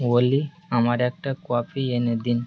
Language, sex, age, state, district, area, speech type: Bengali, male, 18-30, West Bengal, Birbhum, urban, read